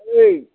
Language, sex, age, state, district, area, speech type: Bodo, male, 60+, Assam, Chirang, rural, conversation